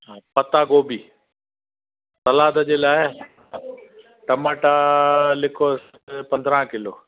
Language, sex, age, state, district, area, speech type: Sindhi, male, 60+, Gujarat, Junagadh, rural, conversation